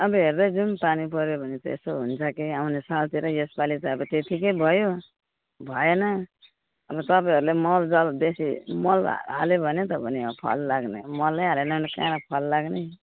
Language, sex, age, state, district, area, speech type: Nepali, female, 60+, West Bengal, Darjeeling, urban, conversation